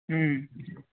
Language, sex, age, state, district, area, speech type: Telugu, male, 30-45, Andhra Pradesh, Alluri Sitarama Raju, rural, conversation